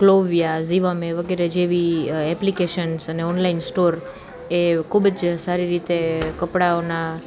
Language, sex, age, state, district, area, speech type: Gujarati, female, 18-30, Gujarat, Junagadh, urban, spontaneous